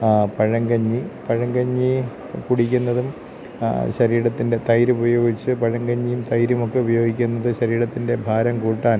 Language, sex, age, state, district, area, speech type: Malayalam, male, 45-60, Kerala, Thiruvananthapuram, rural, spontaneous